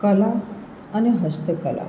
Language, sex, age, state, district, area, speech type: Gujarati, female, 45-60, Gujarat, Surat, urban, spontaneous